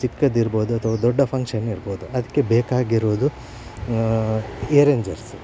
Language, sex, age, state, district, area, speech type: Kannada, male, 45-60, Karnataka, Udupi, rural, spontaneous